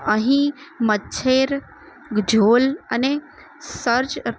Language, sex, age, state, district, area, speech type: Gujarati, female, 30-45, Gujarat, Kheda, urban, spontaneous